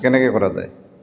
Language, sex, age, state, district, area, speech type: Assamese, male, 45-60, Assam, Goalpara, urban, spontaneous